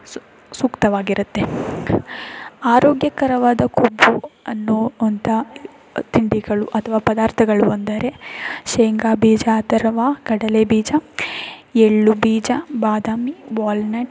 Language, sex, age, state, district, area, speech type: Kannada, female, 18-30, Karnataka, Tumkur, rural, spontaneous